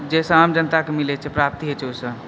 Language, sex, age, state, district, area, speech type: Maithili, male, 18-30, Bihar, Supaul, rural, spontaneous